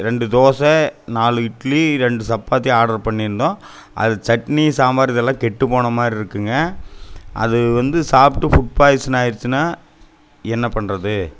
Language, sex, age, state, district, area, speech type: Tamil, male, 30-45, Tamil Nadu, Coimbatore, urban, spontaneous